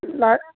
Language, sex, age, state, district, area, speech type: Urdu, male, 30-45, Bihar, Purnia, rural, conversation